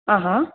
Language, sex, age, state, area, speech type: Sanskrit, female, 30-45, Tripura, urban, conversation